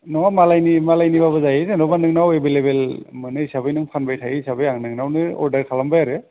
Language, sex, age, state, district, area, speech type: Bodo, male, 30-45, Assam, Kokrajhar, rural, conversation